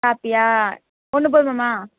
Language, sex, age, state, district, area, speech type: Tamil, female, 18-30, Tamil Nadu, Madurai, rural, conversation